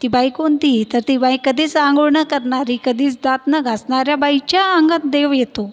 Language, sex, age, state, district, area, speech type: Marathi, female, 30-45, Maharashtra, Buldhana, urban, spontaneous